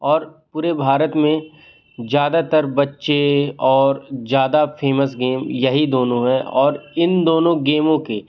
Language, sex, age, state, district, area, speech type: Hindi, male, 18-30, Madhya Pradesh, Jabalpur, urban, spontaneous